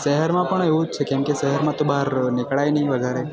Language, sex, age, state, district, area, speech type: Gujarati, male, 18-30, Gujarat, Valsad, rural, spontaneous